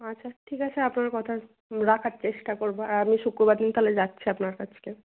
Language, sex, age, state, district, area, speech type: Bengali, female, 18-30, West Bengal, Jalpaiguri, rural, conversation